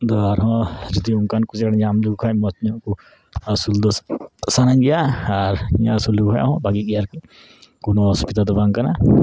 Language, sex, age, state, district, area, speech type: Santali, male, 30-45, West Bengal, Dakshin Dinajpur, rural, spontaneous